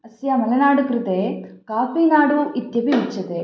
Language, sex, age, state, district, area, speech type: Sanskrit, female, 18-30, Karnataka, Chikkamagaluru, urban, spontaneous